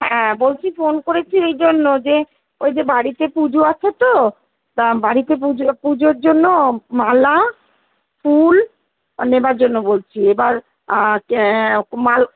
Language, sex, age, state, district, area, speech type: Bengali, female, 45-60, West Bengal, Kolkata, urban, conversation